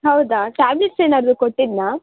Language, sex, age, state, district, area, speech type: Kannada, female, 18-30, Karnataka, Mysore, urban, conversation